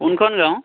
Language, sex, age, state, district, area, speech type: Assamese, male, 30-45, Assam, Majuli, urban, conversation